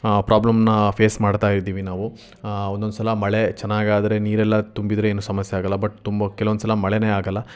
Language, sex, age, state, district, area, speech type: Kannada, male, 18-30, Karnataka, Chitradurga, rural, spontaneous